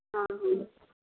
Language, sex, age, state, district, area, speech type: Odia, female, 45-60, Odisha, Gajapati, rural, conversation